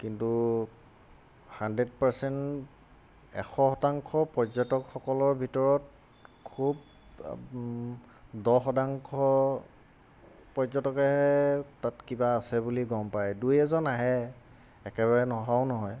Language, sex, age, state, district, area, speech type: Assamese, male, 30-45, Assam, Golaghat, urban, spontaneous